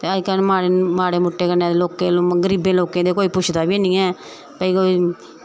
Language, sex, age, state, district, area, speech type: Dogri, female, 45-60, Jammu and Kashmir, Samba, rural, spontaneous